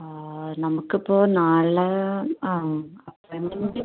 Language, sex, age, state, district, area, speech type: Malayalam, female, 18-30, Kerala, Thrissur, rural, conversation